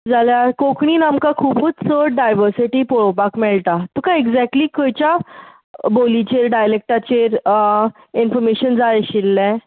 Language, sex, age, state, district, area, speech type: Goan Konkani, female, 30-45, Goa, Bardez, rural, conversation